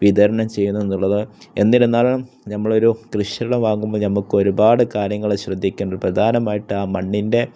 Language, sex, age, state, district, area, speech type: Malayalam, male, 18-30, Kerala, Kozhikode, rural, spontaneous